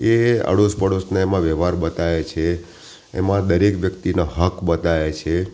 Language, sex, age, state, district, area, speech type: Gujarati, male, 60+, Gujarat, Ahmedabad, urban, spontaneous